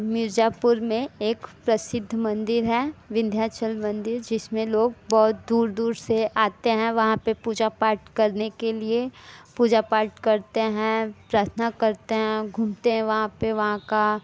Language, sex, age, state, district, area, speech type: Hindi, female, 18-30, Uttar Pradesh, Mirzapur, urban, spontaneous